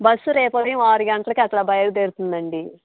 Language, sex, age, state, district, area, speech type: Telugu, female, 30-45, Andhra Pradesh, Bapatla, rural, conversation